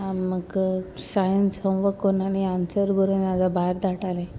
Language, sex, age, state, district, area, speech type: Goan Konkani, female, 18-30, Goa, Salcete, rural, spontaneous